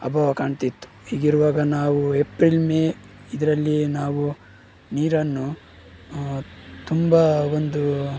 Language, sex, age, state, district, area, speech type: Kannada, male, 30-45, Karnataka, Udupi, rural, spontaneous